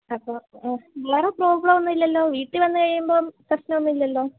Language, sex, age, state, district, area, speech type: Malayalam, female, 18-30, Kerala, Idukki, rural, conversation